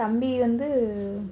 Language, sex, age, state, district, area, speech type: Tamil, female, 18-30, Tamil Nadu, Madurai, urban, spontaneous